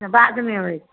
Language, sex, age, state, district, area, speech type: Maithili, female, 30-45, Bihar, Samastipur, rural, conversation